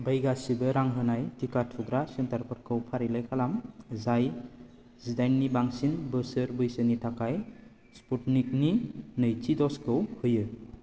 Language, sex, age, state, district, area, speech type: Bodo, male, 18-30, Assam, Baksa, rural, read